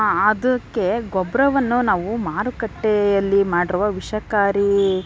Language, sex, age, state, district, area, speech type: Kannada, female, 18-30, Karnataka, Tumkur, urban, spontaneous